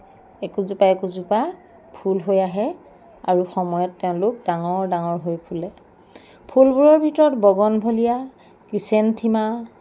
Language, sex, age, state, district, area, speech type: Assamese, female, 45-60, Assam, Lakhimpur, rural, spontaneous